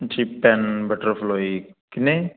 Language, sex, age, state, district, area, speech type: Punjabi, male, 18-30, Punjab, Fazilka, rural, conversation